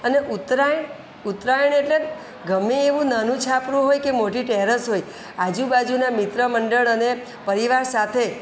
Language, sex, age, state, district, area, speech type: Gujarati, female, 45-60, Gujarat, Surat, urban, spontaneous